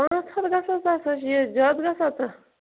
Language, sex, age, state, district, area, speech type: Kashmiri, female, 30-45, Jammu and Kashmir, Bandipora, rural, conversation